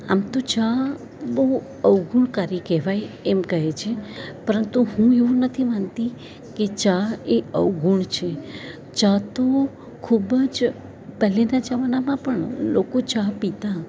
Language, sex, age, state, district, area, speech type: Gujarati, female, 60+, Gujarat, Valsad, rural, spontaneous